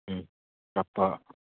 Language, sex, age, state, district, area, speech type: Malayalam, male, 45-60, Kerala, Idukki, rural, conversation